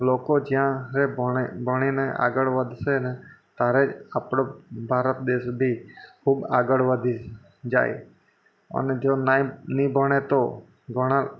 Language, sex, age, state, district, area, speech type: Gujarati, male, 30-45, Gujarat, Surat, urban, spontaneous